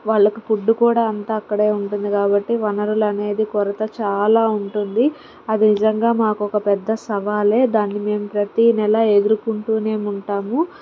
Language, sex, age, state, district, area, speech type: Telugu, female, 18-30, Andhra Pradesh, Palnadu, rural, spontaneous